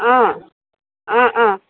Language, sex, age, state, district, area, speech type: Assamese, female, 45-60, Assam, Tinsukia, urban, conversation